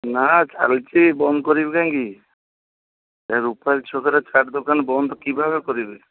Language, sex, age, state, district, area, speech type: Odia, male, 45-60, Odisha, Balasore, rural, conversation